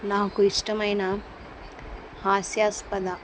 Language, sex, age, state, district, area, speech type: Telugu, female, 45-60, Andhra Pradesh, Kurnool, rural, spontaneous